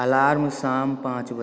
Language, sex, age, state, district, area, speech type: Hindi, male, 18-30, Bihar, Darbhanga, rural, read